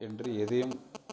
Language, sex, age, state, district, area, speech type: Tamil, male, 45-60, Tamil Nadu, Krishnagiri, rural, spontaneous